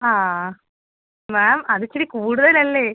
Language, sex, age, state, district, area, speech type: Malayalam, female, 18-30, Kerala, Kollam, rural, conversation